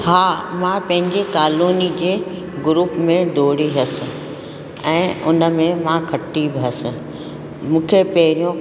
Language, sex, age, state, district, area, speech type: Sindhi, female, 60+, Rajasthan, Ajmer, urban, spontaneous